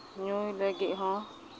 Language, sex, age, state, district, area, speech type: Santali, female, 30-45, West Bengal, Uttar Dinajpur, rural, spontaneous